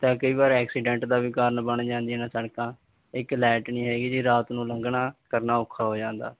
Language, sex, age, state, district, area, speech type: Punjabi, male, 18-30, Punjab, Barnala, rural, conversation